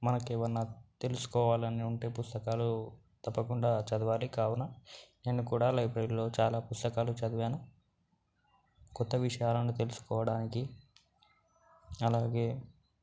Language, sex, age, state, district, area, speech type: Telugu, male, 18-30, Telangana, Nalgonda, urban, spontaneous